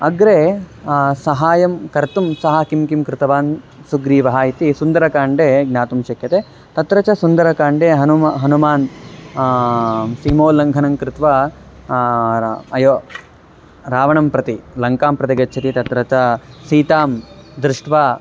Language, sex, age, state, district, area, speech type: Sanskrit, male, 18-30, Karnataka, Mandya, rural, spontaneous